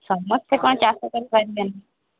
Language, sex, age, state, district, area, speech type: Odia, female, 18-30, Odisha, Mayurbhanj, rural, conversation